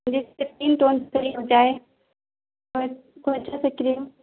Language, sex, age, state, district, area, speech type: Urdu, female, 18-30, Bihar, Khagaria, rural, conversation